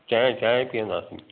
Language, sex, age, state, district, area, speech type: Sindhi, male, 60+, Gujarat, Kutch, urban, conversation